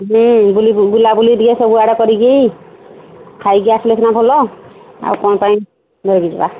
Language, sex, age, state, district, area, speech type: Odia, female, 45-60, Odisha, Angul, rural, conversation